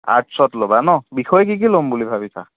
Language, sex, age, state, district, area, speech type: Assamese, male, 18-30, Assam, Jorhat, urban, conversation